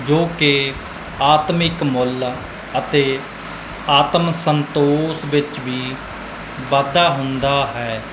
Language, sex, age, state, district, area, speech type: Punjabi, male, 18-30, Punjab, Mansa, urban, spontaneous